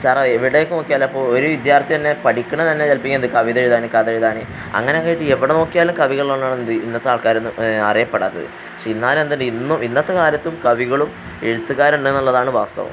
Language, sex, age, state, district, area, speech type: Malayalam, male, 18-30, Kerala, Palakkad, rural, spontaneous